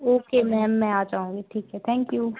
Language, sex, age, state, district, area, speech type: Hindi, female, 18-30, Madhya Pradesh, Gwalior, rural, conversation